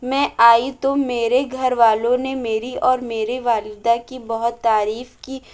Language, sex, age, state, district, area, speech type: Urdu, female, 45-60, Uttar Pradesh, Lucknow, rural, spontaneous